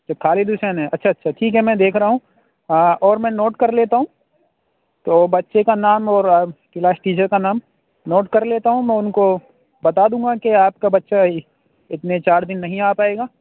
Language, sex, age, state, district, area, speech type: Urdu, male, 30-45, Uttar Pradesh, Aligarh, urban, conversation